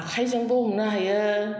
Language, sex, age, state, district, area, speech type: Bodo, female, 60+, Assam, Chirang, rural, spontaneous